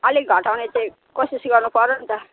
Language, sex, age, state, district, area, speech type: Nepali, female, 60+, West Bengal, Alipurduar, urban, conversation